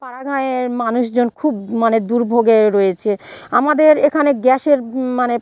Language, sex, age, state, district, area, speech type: Bengali, female, 45-60, West Bengal, South 24 Parganas, rural, spontaneous